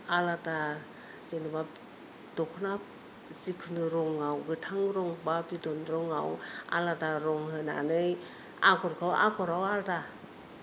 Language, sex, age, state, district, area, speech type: Bodo, female, 60+, Assam, Kokrajhar, rural, spontaneous